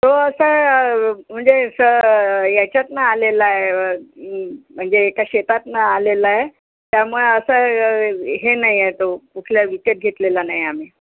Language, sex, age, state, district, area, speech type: Marathi, female, 60+, Maharashtra, Yavatmal, urban, conversation